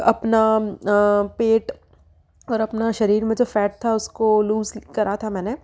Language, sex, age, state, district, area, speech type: Hindi, female, 30-45, Madhya Pradesh, Ujjain, urban, spontaneous